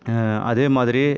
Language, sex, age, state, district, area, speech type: Tamil, male, 45-60, Tamil Nadu, Viluppuram, rural, spontaneous